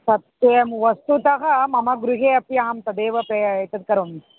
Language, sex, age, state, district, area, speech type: Sanskrit, female, 30-45, Karnataka, Dharwad, urban, conversation